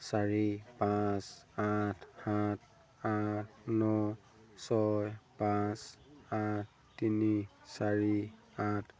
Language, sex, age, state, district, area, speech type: Assamese, male, 18-30, Assam, Sivasagar, rural, read